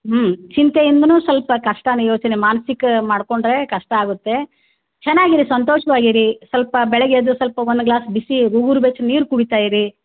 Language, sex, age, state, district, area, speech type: Kannada, female, 60+, Karnataka, Gulbarga, urban, conversation